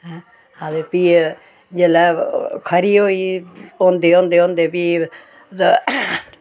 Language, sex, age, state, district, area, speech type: Dogri, female, 60+, Jammu and Kashmir, Reasi, rural, spontaneous